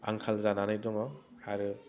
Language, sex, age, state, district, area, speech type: Bodo, male, 30-45, Assam, Udalguri, urban, spontaneous